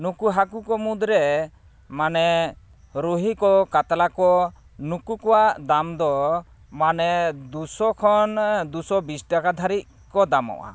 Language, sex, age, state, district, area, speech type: Santali, male, 30-45, Jharkhand, East Singhbhum, rural, spontaneous